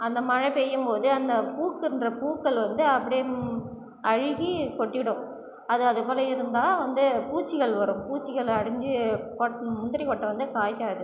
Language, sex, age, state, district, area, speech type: Tamil, female, 30-45, Tamil Nadu, Cuddalore, rural, spontaneous